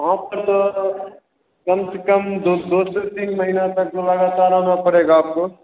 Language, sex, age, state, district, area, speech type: Hindi, male, 30-45, Bihar, Begusarai, rural, conversation